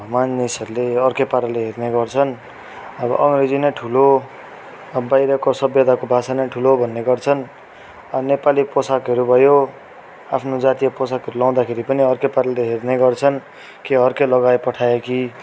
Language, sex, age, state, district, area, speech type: Nepali, male, 30-45, West Bengal, Darjeeling, rural, spontaneous